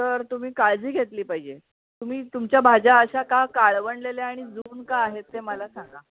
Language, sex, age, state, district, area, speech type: Marathi, female, 60+, Maharashtra, Mumbai Suburban, urban, conversation